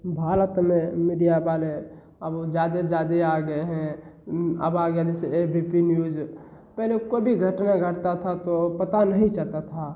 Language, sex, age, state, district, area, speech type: Hindi, male, 18-30, Bihar, Begusarai, rural, spontaneous